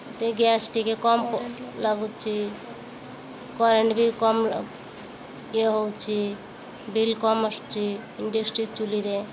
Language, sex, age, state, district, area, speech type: Odia, female, 30-45, Odisha, Malkangiri, urban, spontaneous